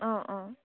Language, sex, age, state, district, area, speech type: Assamese, female, 18-30, Assam, Lakhimpur, rural, conversation